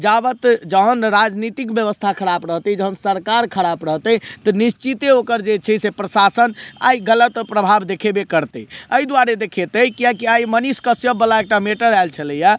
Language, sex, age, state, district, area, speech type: Maithili, male, 18-30, Bihar, Madhubani, rural, spontaneous